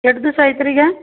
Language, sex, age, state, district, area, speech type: Kannada, female, 60+, Karnataka, Belgaum, urban, conversation